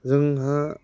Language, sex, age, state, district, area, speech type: Bodo, male, 30-45, Assam, Udalguri, urban, spontaneous